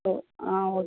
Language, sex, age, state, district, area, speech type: Tamil, female, 30-45, Tamil Nadu, Pudukkottai, urban, conversation